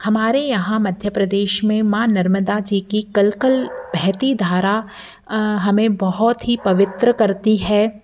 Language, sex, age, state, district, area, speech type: Hindi, female, 30-45, Madhya Pradesh, Jabalpur, urban, spontaneous